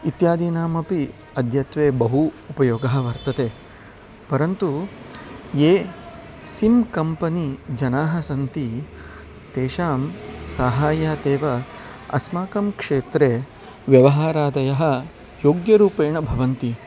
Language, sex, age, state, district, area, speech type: Sanskrit, male, 30-45, Karnataka, Bangalore Urban, urban, spontaneous